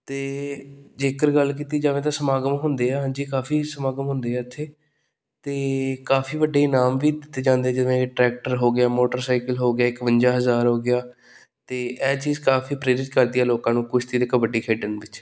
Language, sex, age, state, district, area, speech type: Punjabi, male, 18-30, Punjab, Pathankot, rural, spontaneous